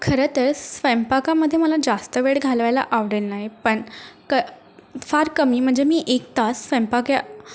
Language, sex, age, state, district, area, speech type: Marathi, female, 18-30, Maharashtra, Washim, rural, spontaneous